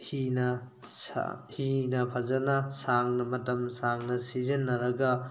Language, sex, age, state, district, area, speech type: Manipuri, male, 18-30, Manipur, Thoubal, rural, spontaneous